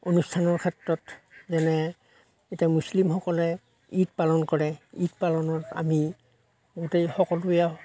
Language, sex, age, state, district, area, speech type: Assamese, male, 45-60, Assam, Darrang, rural, spontaneous